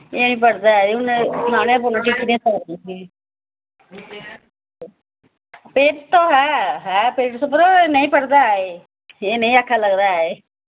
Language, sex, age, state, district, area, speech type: Dogri, female, 30-45, Jammu and Kashmir, Samba, rural, conversation